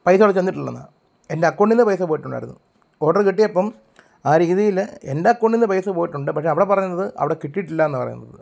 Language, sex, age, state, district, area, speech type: Malayalam, male, 30-45, Kerala, Pathanamthitta, rural, spontaneous